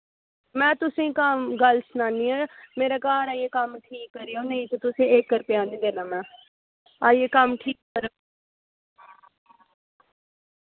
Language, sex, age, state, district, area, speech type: Dogri, female, 18-30, Jammu and Kashmir, Samba, rural, conversation